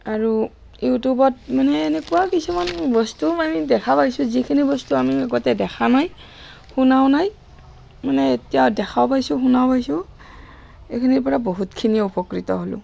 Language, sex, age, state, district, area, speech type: Assamese, female, 45-60, Assam, Barpeta, rural, spontaneous